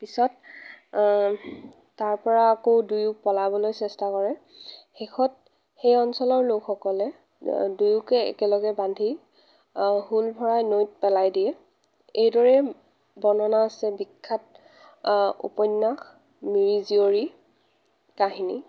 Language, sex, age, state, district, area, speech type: Assamese, female, 30-45, Assam, Lakhimpur, rural, spontaneous